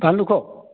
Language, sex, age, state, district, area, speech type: Bodo, male, 60+, Assam, Udalguri, rural, conversation